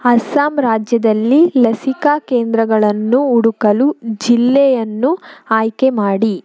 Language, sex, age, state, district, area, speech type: Kannada, female, 30-45, Karnataka, Tumkur, rural, read